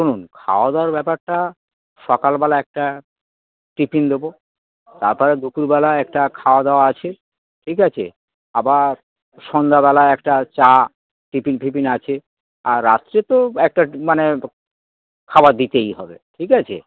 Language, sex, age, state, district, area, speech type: Bengali, male, 60+, West Bengal, Dakshin Dinajpur, rural, conversation